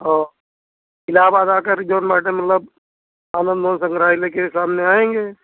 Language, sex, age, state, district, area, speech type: Hindi, male, 60+, Uttar Pradesh, Ayodhya, rural, conversation